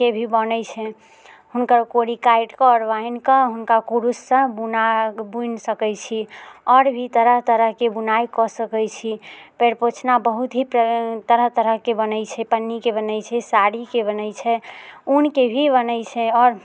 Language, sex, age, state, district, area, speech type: Maithili, female, 18-30, Bihar, Muzaffarpur, rural, spontaneous